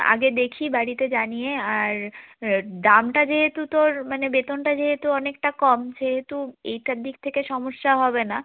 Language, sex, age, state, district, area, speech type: Bengali, female, 18-30, West Bengal, North 24 Parganas, rural, conversation